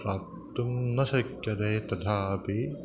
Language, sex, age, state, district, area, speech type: Sanskrit, male, 30-45, Kerala, Ernakulam, rural, spontaneous